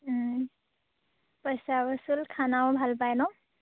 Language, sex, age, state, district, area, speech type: Assamese, female, 18-30, Assam, Charaideo, rural, conversation